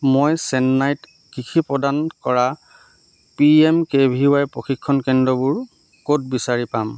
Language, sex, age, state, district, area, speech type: Assamese, male, 30-45, Assam, Dhemaji, rural, read